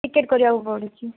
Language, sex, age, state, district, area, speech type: Odia, female, 45-60, Odisha, Kandhamal, rural, conversation